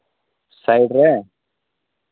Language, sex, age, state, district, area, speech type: Santali, male, 30-45, Jharkhand, Pakur, rural, conversation